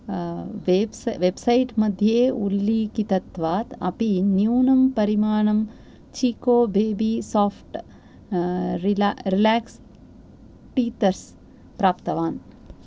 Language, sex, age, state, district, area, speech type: Sanskrit, female, 45-60, Tamil Nadu, Thanjavur, urban, read